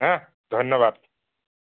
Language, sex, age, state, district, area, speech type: Assamese, male, 18-30, Assam, Nagaon, rural, conversation